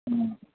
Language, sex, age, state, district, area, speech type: Marathi, male, 18-30, Maharashtra, Ratnagiri, rural, conversation